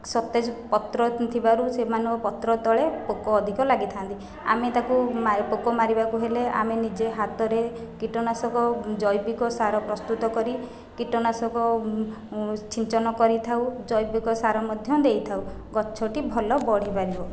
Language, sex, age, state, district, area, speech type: Odia, female, 30-45, Odisha, Khordha, rural, spontaneous